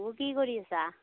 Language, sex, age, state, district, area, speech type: Assamese, female, 30-45, Assam, Darrang, rural, conversation